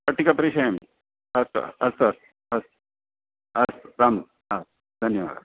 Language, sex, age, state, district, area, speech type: Sanskrit, male, 60+, Karnataka, Dakshina Kannada, rural, conversation